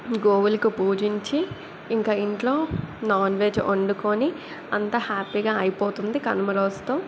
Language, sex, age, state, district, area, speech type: Telugu, female, 18-30, Telangana, Mancherial, rural, spontaneous